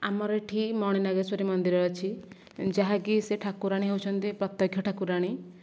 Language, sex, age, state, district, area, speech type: Odia, female, 18-30, Odisha, Nayagarh, rural, spontaneous